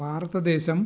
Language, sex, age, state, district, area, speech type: Telugu, male, 45-60, Andhra Pradesh, Visakhapatnam, urban, spontaneous